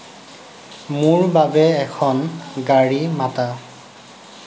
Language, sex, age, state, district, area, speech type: Assamese, male, 18-30, Assam, Lakhimpur, rural, read